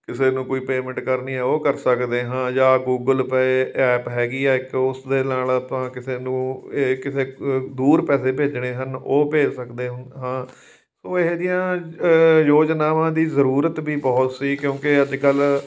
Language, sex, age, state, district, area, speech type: Punjabi, male, 45-60, Punjab, Fatehgarh Sahib, rural, spontaneous